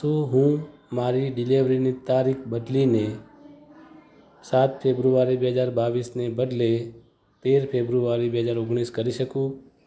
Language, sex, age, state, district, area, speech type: Gujarati, male, 30-45, Gujarat, Ahmedabad, urban, read